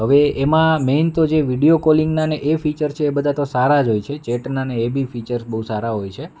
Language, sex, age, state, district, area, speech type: Gujarati, male, 30-45, Gujarat, Rajkot, urban, spontaneous